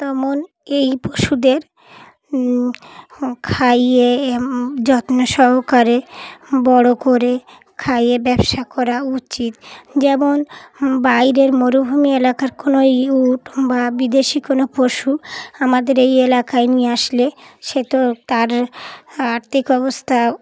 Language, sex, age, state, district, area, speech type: Bengali, female, 30-45, West Bengal, Dakshin Dinajpur, urban, spontaneous